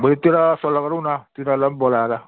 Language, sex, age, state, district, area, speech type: Nepali, male, 60+, West Bengal, Jalpaiguri, urban, conversation